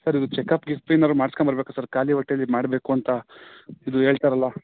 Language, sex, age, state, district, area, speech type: Kannada, male, 18-30, Karnataka, Chikkamagaluru, rural, conversation